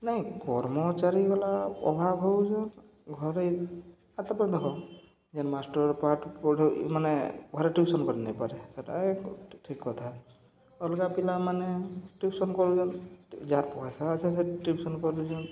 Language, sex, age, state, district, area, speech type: Odia, male, 30-45, Odisha, Subarnapur, urban, spontaneous